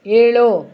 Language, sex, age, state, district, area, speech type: Kannada, female, 60+, Karnataka, Bangalore Rural, rural, read